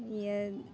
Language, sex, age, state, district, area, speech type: Santali, female, 45-60, Jharkhand, Bokaro, rural, spontaneous